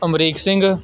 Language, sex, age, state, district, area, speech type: Punjabi, male, 18-30, Punjab, Shaheed Bhagat Singh Nagar, rural, spontaneous